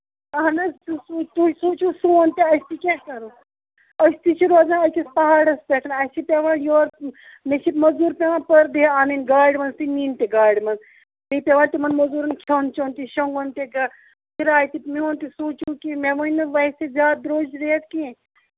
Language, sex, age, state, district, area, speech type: Kashmiri, male, 60+, Jammu and Kashmir, Ganderbal, rural, conversation